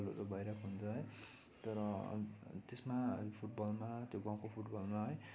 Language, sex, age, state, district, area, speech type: Nepali, male, 18-30, West Bengal, Darjeeling, rural, spontaneous